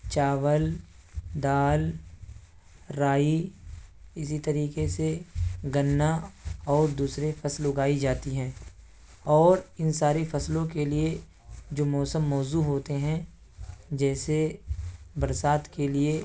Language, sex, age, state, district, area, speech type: Urdu, male, 18-30, Uttar Pradesh, Ghaziabad, urban, spontaneous